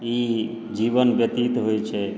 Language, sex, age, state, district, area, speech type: Maithili, male, 45-60, Bihar, Supaul, urban, spontaneous